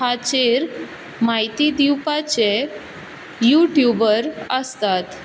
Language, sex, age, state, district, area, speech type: Goan Konkani, female, 18-30, Goa, Quepem, rural, spontaneous